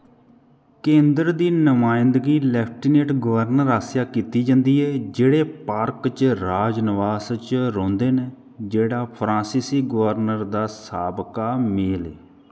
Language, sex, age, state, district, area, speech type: Dogri, male, 30-45, Jammu and Kashmir, Kathua, rural, read